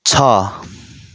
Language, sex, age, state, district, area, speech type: Nepali, male, 30-45, West Bengal, Darjeeling, rural, read